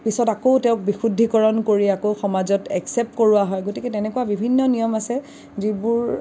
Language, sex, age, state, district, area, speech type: Assamese, female, 18-30, Assam, Kamrup Metropolitan, urban, spontaneous